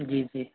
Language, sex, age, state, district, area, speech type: Hindi, male, 18-30, Madhya Pradesh, Betul, rural, conversation